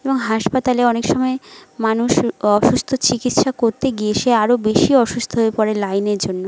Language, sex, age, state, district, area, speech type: Bengali, female, 45-60, West Bengal, Jhargram, rural, spontaneous